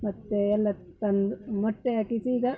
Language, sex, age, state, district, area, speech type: Kannada, female, 60+, Karnataka, Udupi, rural, spontaneous